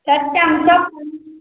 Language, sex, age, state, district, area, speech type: Maithili, female, 30-45, Bihar, Sitamarhi, rural, conversation